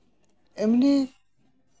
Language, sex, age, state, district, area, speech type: Santali, male, 60+, West Bengal, Birbhum, rural, spontaneous